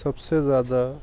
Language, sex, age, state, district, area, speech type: Urdu, male, 30-45, Delhi, East Delhi, urban, spontaneous